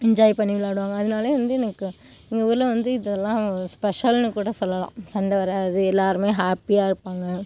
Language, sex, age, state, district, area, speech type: Tamil, female, 18-30, Tamil Nadu, Mayiladuthurai, rural, spontaneous